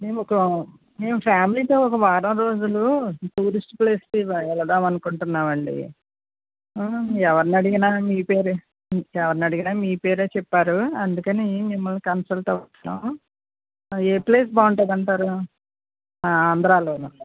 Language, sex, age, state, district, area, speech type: Telugu, female, 60+, Andhra Pradesh, Konaseema, rural, conversation